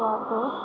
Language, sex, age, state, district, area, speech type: Assamese, female, 45-60, Assam, Darrang, rural, spontaneous